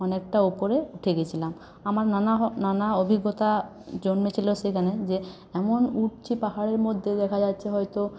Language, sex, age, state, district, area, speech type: Bengali, female, 60+, West Bengal, Paschim Bardhaman, urban, spontaneous